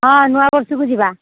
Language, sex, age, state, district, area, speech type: Odia, female, 60+, Odisha, Jharsuguda, rural, conversation